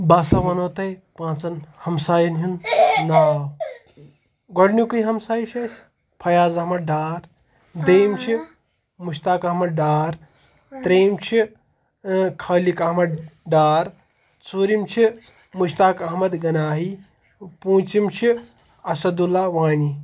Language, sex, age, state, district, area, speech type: Kashmiri, male, 18-30, Jammu and Kashmir, Pulwama, rural, spontaneous